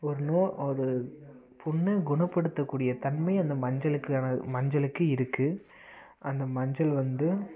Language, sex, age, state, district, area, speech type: Tamil, male, 18-30, Tamil Nadu, Namakkal, rural, spontaneous